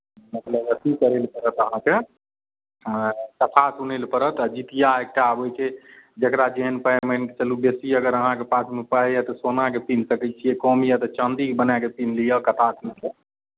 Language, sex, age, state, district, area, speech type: Maithili, male, 45-60, Bihar, Madhepura, rural, conversation